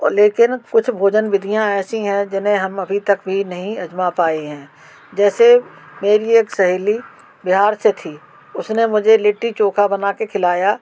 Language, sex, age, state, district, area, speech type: Hindi, female, 60+, Madhya Pradesh, Gwalior, rural, spontaneous